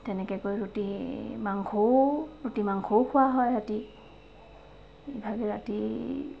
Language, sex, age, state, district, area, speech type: Assamese, female, 30-45, Assam, Sivasagar, urban, spontaneous